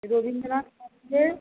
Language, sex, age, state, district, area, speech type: Bengali, female, 45-60, West Bengal, Birbhum, urban, conversation